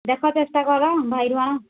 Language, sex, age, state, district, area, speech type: Odia, female, 60+, Odisha, Angul, rural, conversation